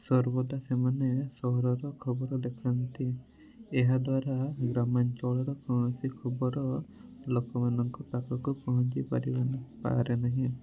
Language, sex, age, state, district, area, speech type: Odia, male, 18-30, Odisha, Mayurbhanj, rural, spontaneous